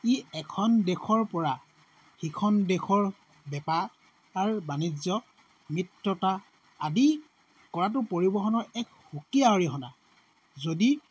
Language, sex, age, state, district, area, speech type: Assamese, male, 30-45, Assam, Sivasagar, rural, spontaneous